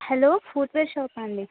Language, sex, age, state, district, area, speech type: Telugu, female, 18-30, Telangana, Adilabad, urban, conversation